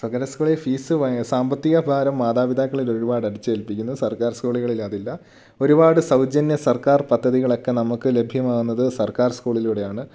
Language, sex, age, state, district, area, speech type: Malayalam, male, 18-30, Kerala, Idukki, rural, spontaneous